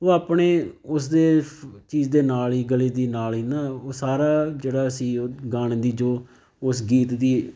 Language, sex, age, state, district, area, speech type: Punjabi, male, 30-45, Punjab, Fatehgarh Sahib, rural, spontaneous